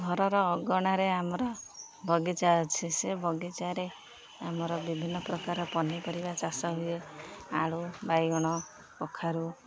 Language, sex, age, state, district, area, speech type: Odia, female, 30-45, Odisha, Jagatsinghpur, rural, spontaneous